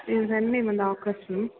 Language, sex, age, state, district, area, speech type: Tamil, female, 18-30, Tamil Nadu, Perambalur, rural, conversation